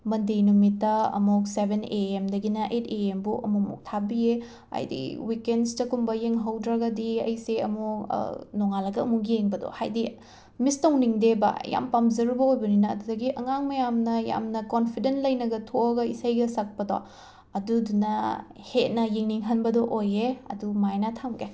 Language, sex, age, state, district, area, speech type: Manipuri, female, 18-30, Manipur, Imphal West, rural, spontaneous